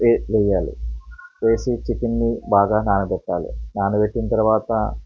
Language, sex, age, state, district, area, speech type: Telugu, male, 45-60, Andhra Pradesh, Eluru, rural, spontaneous